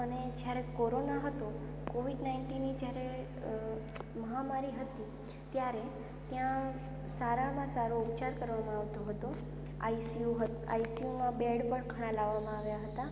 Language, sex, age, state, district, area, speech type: Gujarati, female, 18-30, Gujarat, Morbi, urban, spontaneous